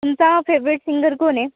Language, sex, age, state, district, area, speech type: Marathi, female, 18-30, Maharashtra, Nashik, urban, conversation